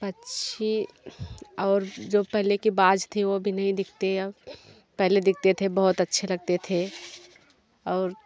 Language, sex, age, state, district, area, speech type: Hindi, female, 30-45, Uttar Pradesh, Jaunpur, rural, spontaneous